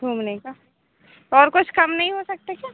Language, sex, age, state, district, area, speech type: Hindi, female, 18-30, Madhya Pradesh, Seoni, urban, conversation